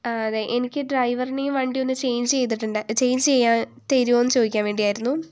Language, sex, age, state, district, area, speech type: Malayalam, female, 18-30, Kerala, Wayanad, rural, spontaneous